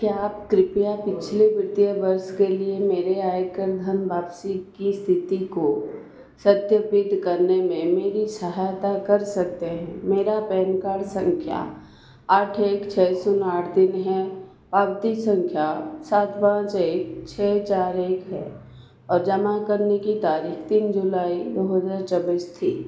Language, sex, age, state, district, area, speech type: Hindi, female, 45-60, Madhya Pradesh, Chhindwara, rural, read